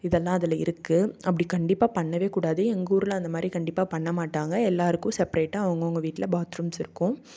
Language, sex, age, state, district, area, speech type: Tamil, female, 18-30, Tamil Nadu, Tiruppur, rural, spontaneous